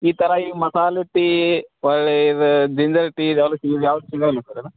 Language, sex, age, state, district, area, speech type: Kannada, male, 30-45, Karnataka, Belgaum, rural, conversation